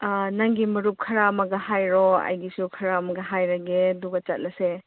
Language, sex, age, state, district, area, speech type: Manipuri, female, 45-60, Manipur, Chandel, rural, conversation